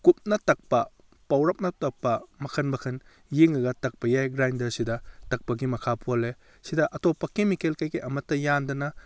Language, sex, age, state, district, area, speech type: Manipuri, male, 30-45, Manipur, Kakching, rural, spontaneous